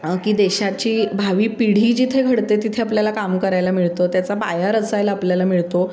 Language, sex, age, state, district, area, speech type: Marathi, female, 45-60, Maharashtra, Sangli, urban, spontaneous